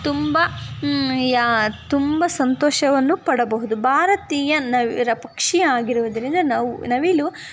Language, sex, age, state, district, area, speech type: Kannada, female, 18-30, Karnataka, Chitradurga, rural, spontaneous